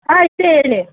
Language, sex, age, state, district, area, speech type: Kannada, female, 18-30, Karnataka, Mandya, rural, conversation